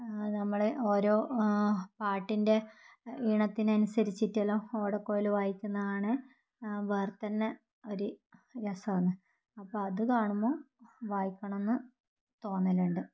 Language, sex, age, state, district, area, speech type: Malayalam, female, 30-45, Kerala, Kannur, rural, spontaneous